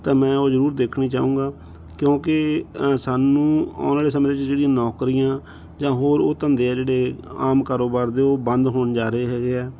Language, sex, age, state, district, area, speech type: Punjabi, male, 45-60, Punjab, Bathinda, urban, spontaneous